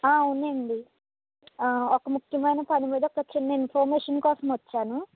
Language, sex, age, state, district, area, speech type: Telugu, female, 45-60, Andhra Pradesh, Eluru, rural, conversation